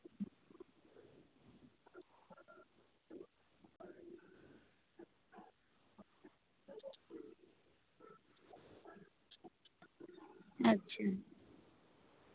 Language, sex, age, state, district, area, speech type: Santali, female, 30-45, West Bengal, Paschim Bardhaman, urban, conversation